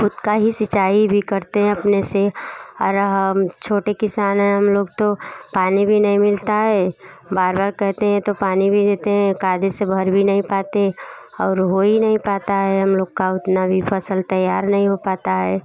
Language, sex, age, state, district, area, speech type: Hindi, female, 30-45, Uttar Pradesh, Bhadohi, rural, spontaneous